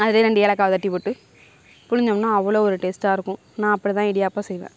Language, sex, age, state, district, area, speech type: Tamil, female, 60+, Tamil Nadu, Mayiladuthurai, rural, spontaneous